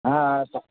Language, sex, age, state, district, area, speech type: Bengali, male, 45-60, West Bengal, Darjeeling, rural, conversation